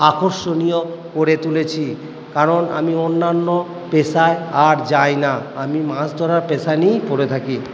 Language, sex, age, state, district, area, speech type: Bengali, male, 60+, West Bengal, Purba Bardhaman, urban, spontaneous